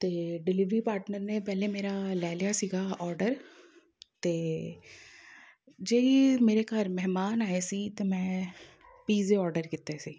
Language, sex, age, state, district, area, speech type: Punjabi, female, 30-45, Punjab, Amritsar, urban, spontaneous